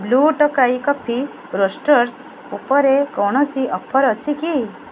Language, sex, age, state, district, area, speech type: Odia, female, 45-60, Odisha, Kendrapara, urban, read